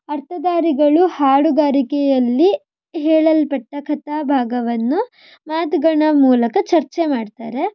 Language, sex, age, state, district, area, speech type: Kannada, female, 18-30, Karnataka, Shimoga, rural, spontaneous